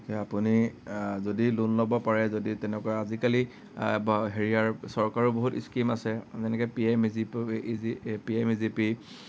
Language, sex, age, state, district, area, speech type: Assamese, male, 18-30, Assam, Nagaon, rural, spontaneous